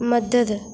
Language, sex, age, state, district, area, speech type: Dogri, female, 18-30, Jammu and Kashmir, Udhampur, rural, read